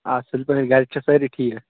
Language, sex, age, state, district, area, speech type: Kashmiri, male, 18-30, Jammu and Kashmir, Shopian, rural, conversation